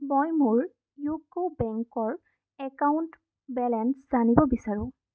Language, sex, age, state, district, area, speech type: Assamese, female, 18-30, Assam, Sonitpur, rural, read